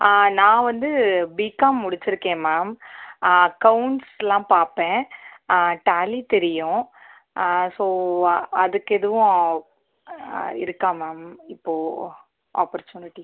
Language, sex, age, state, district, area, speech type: Tamil, female, 30-45, Tamil Nadu, Sivaganga, rural, conversation